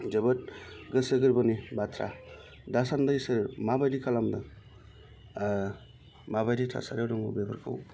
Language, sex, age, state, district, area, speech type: Bodo, male, 30-45, Assam, Baksa, urban, spontaneous